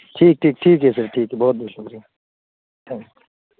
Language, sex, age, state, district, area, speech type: Urdu, male, 60+, Uttar Pradesh, Lucknow, urban, conversation